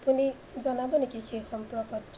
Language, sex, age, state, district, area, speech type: Assamese, female, 18-30, Assam, Majuli, urban, spontaneous